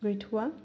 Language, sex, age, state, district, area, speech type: Bodo, female, 30-45, Assam, Kokrajhar, rural, spontaneous